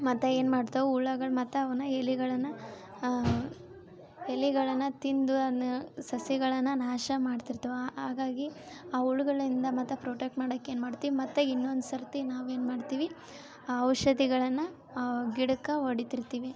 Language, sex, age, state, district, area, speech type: Kannada, female, 18-30, Karnataka, Koppal, rural, spontaneous